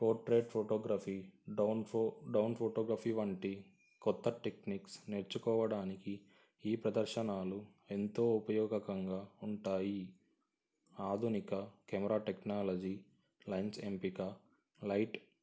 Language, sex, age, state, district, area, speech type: Telugu, male, 18-30, Andhra Pradesh, Sri Satya Sai, urban, spontaneous